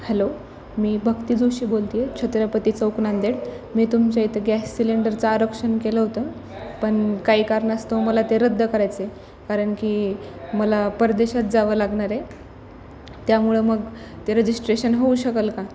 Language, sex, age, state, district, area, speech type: Marathi, female, 18-30, Maharashtra, Nanded, rural, spontaneous